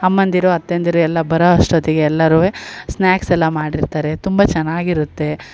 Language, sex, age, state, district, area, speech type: Kannada, female, 30-45, Karnataka, Chikkamagaluru, rural, spontaneous